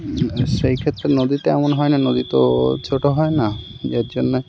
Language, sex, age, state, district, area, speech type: Bengali, male, 18-30, West Bengal, Birbhum, urban, spontaneous